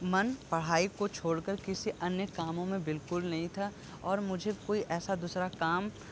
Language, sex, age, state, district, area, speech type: Hindi, male, 30-45, Uttar Pradesh, Sonbhadra, rural, spontaneous